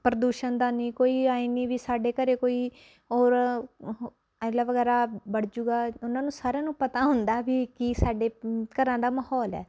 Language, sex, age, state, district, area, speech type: Punjabi, female, 30-45, Punjab, Barnala, rural, spontaneous